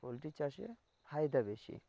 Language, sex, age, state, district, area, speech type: Bengali, male, 18-30, West Bengal, Birbhum, urban, spontaneous